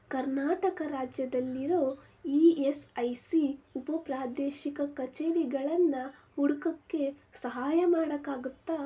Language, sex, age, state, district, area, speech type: Kannada, female, 18-30, Karnataka, Shimoga, urban, read